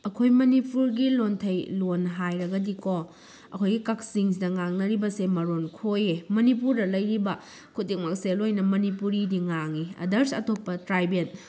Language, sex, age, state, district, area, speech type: Manipuri, female, 30-45, Manipur, Kakching, rural, spontaneous